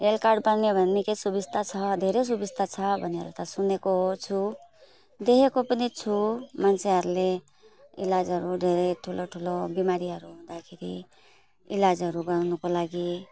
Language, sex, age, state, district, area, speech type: Nepali, female, 45-60, West Bengal, Alipurduar, urban, spontaneous